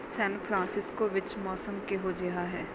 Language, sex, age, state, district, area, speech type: Punjabi, female, 18-30, Punjab, Bathinda, rural, read